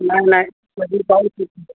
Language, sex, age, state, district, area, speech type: Marathi, male, 30-45, Maharashtra, Yavatmal, urban, conversation